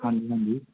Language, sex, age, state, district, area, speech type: Punjabi, male, 18-30, Punjab, Fatehgarh Sahib, rural, conversation